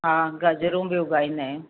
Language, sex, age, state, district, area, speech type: Sindhi, female, 60+, Madhya Pradesh, Katni, urban, conversation